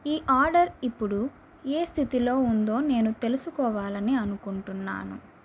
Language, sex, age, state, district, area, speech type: Telugu, female, 30-45, Andhra Pradesh, Chittoor, urban, spontaneous